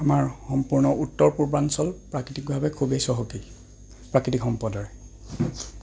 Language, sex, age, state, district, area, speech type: Assamese, male, 30-45, Assam, Goalpara, urban, spontaneous